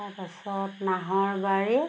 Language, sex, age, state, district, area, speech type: Assamese, female, 30-45, Assam, Golaghat, rural, spontaneous